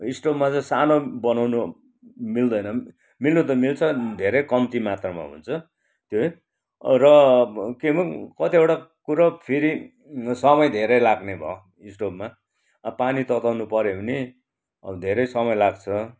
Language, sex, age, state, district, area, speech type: Nepali, male, 60+, West Bengal, Kalimpong, rural, spontaneous